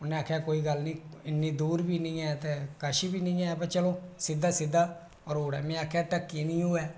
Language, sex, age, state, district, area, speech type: Dogri, male, 18-30, Jammu and Kashmir, Reasi, rural, spontaneous